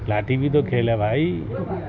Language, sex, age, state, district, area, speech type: Urdu, male, 60+, Bihar, Supaul, rural, spontaneous